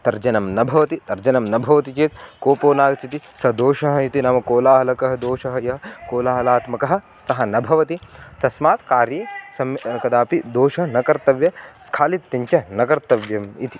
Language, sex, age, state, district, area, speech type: Sanskrit, male, 18-30, Maharashtra, Kolhapur, rural, spontaneous